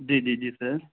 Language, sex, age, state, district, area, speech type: Urdu, male, 18-30, Uttar Pradesh, Saharanpur, urban, conversation